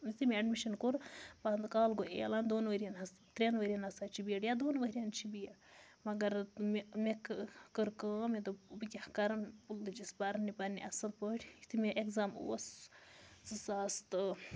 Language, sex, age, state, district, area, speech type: Kashmiri, female, 18-30, Jammu and Kashmir, Budgam, rural, spontaneous